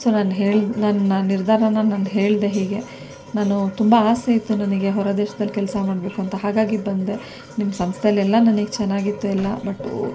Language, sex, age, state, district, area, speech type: Kannada, female, 45-60, Karnataka, Mysore, rural, spontaneous